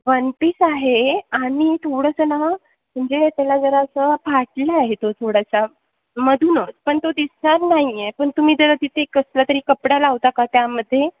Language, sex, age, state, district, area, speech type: Marathi, female, 18-30, Maharashtra, Sindhudurg, rural, conversation